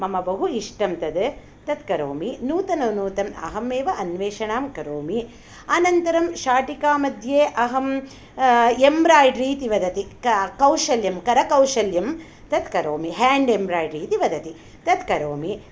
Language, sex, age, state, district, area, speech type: Sanskrit, female, 45-60, Karnataka, Hassan, rural, spontaneous